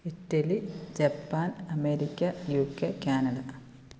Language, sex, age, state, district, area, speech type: Malayalam, female, 30-45, Kerala, Alappuzha, rural, spontaneous